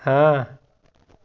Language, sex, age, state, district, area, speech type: Punjabi, male, 30-45, Punjab, Tarn Taran, rural, read